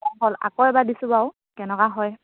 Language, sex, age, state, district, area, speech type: Assamese, female, 18-30, Assam, Dibrugarh, rural, conversation